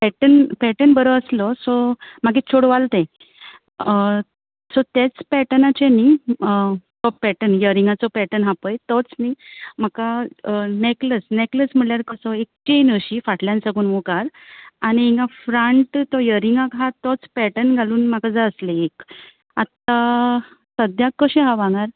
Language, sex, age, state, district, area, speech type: Goan Konkani, female, 30-45, Goa, Quepem, rural, conversation